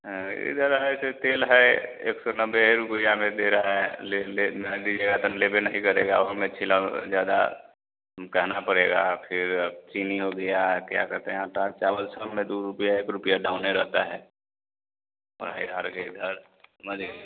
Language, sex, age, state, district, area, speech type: Hindi, male, 30-45, Bihar, Vaishali, urban, conversation